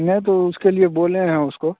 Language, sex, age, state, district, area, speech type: Hindi, male, 30-45, Bihar, Begusarai, rural, conversation